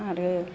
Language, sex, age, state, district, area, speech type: Bodo, female, 60+, Assam, Chirang, rural, spontaneous